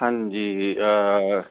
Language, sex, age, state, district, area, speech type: Punjabi, male, 60+, Punjab, Firozpur, urban, conversation